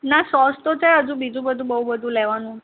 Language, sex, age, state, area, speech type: Gujarati, female, 18-30, Gujarat, urban, conversation